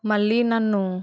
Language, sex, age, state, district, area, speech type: Telugu, female, 18-30, Telangana, Karimnagar, rural, spontaneous